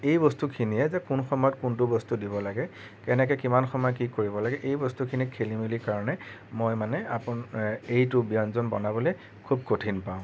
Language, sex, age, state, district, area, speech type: Assamese, male, 30-45, Assam, Nagaon, rural, spontaneous